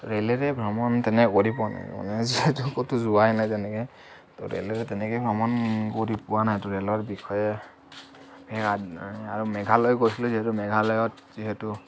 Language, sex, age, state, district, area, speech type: Assamese, male, 45-60, Assam, Kamrup Metropolitan, urban, spontaneous